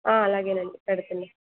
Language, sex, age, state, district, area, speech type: Telugu, female, 60+, Andhra Pradesh, Krishna, urban, conversation